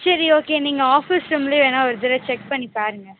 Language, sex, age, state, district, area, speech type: Tamil, female, 18-30, Tamil Nadu, Pudukkottai, rural, conversation